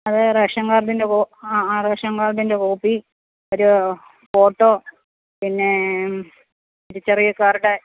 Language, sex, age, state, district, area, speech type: Malayalam, female, 45-60, Kerala, Pathanamthitta, rural, conversation